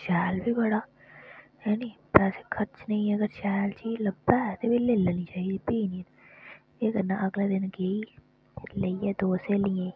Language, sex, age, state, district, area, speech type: Dogri, female, 18-30, Jammu and Kashmir, Udhampur, rural, spontaneous